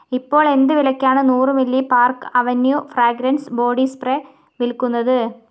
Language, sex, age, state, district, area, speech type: Malayalam, female, 45-60, Kerala, Kozhikode, urban, read